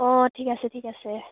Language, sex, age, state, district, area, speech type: Assamese, female, 18-30, Assam, Dhemaji, rural, conversation